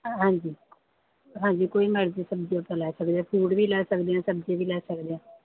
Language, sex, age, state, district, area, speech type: Punjabi, female, 30-45, Punjab, Mansa, rural, conversation